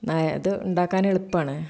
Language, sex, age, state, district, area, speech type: Malayalam, female, 45-60, Kerala, Malappuram, rural, spontaneous